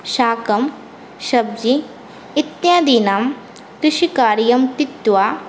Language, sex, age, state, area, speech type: Sanskrit, female, 18-30, Assam, rural, spontaneous